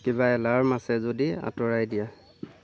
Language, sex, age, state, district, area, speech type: Assamese, male, 18-30, Assam, Lakhimpur, rural, read